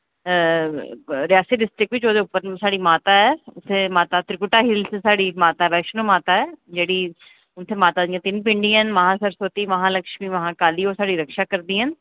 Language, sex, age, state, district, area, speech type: Dogri, female, 30-45, Jammu and Kashmir, Jammu, urban, conversation